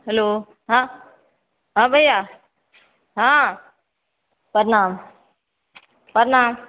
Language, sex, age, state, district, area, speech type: Maithili, female, 45-60, Bihar, Madhepura, rural, conversation